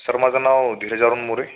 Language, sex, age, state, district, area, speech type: Marathi, male, 18-30, Maharashtra, Buldhana, rural, conversation